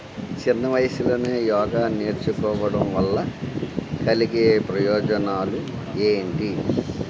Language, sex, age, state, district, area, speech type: Telugu, male, 60+, Andhra Pradesh, Eluru, rural, spontaneous